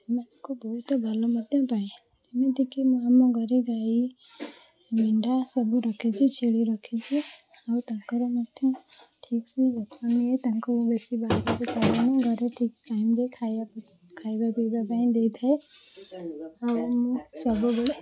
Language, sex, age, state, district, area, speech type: Odia, female, 45-60, Odisha, Puri, urban, spontaneous